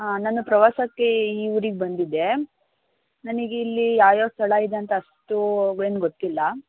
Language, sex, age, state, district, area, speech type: Kannada, female, 30-45, Karnataka, Tumkur, rural, conversation